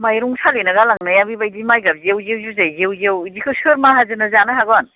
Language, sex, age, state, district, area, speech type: Bodo, female, 45-60, Assam, Baksa, rural, conversation